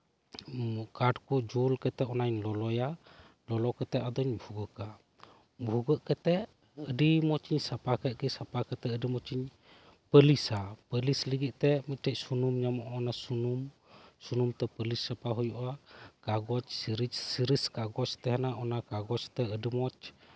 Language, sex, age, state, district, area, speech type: Santali, male, 30-45, West Bengal, Birbhum, rural, spontaneous